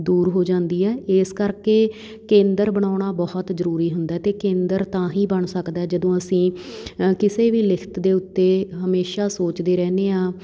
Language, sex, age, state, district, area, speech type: Punjabi, female, 30-45, Punjab, Patiala, rural, spontaneous